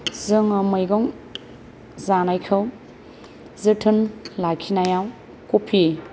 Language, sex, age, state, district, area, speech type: Bodo, female, 30-45, Assam, Kokrajhar, rural, spontaneous